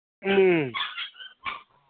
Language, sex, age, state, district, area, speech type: Manipuri, male, 30-45, Manipur, Kangpokpi, urban, conversation